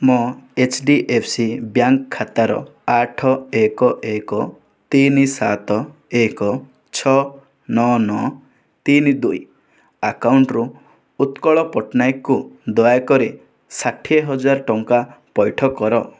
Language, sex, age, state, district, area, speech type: Odia, male, 18-30, Odisha, Kandhamal, rural, read